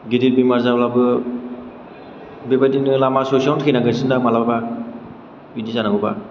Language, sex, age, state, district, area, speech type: Bodo, male, 18-30, Assam, Chirang, urban, spontaneous